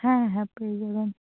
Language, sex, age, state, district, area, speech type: Bengali, female, 18-30, West Bengal, North 24 Parganas, rural, conversation